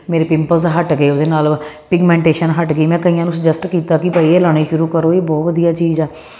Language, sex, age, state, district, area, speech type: Punjabi, female, 30-45, Punjab, Jalandhar, urban, spontaneous